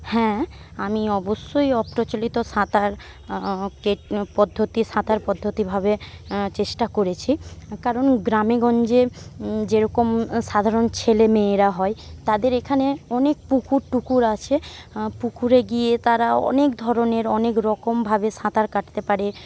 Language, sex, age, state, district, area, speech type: Bengali, female, 18-30, West Bengal, Paschim Medinipur, rural, spontaneous